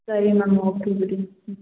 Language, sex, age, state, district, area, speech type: Kannada, female, 18-30, Karnataka, Hassan, urban, conversation